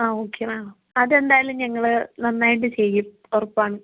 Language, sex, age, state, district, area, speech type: Malayalam, female, 18-30, Kerala, Kannur, urban, conversation